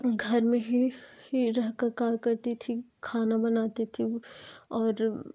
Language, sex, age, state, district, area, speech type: Hindi, female, 18-30, Uttar Pradesh, Jaunpur, urban, spontaneous